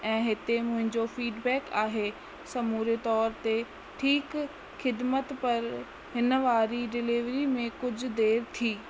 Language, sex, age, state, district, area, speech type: Sindhi, female, 30-45, Rajasthan, Ajmer, urban, read